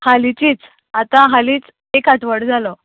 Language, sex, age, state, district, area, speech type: Goan Konkani, female, 18-30, Goa, Canacona, rural, conversation